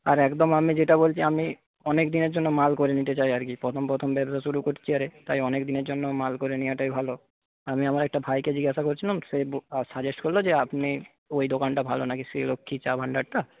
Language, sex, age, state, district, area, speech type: Bengali, male, 30-45, West Bengal, Paschim Medinipur, rural, conversation